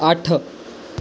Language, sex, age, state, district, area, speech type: Punjabi, male, 18-30, Punjab, Mohali, rural, read